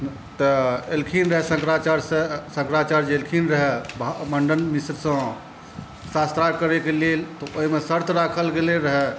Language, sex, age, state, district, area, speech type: Maithili, male, 30-45, Bihar, Saharsa, rural, spontaneous